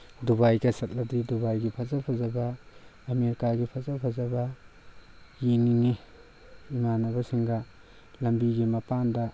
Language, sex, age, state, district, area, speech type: Manipuri, male, 18-30, Manipur, Tengnoupal, rural, spontaneous